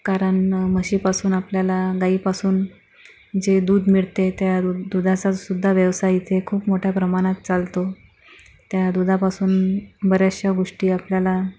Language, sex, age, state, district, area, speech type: Marathi, female, 45-60, Maharashtra, Akola, rural, spontaneous